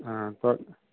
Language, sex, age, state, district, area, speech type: Punjabi, male, 30-45, Punjab, Fazilka, rural, conversation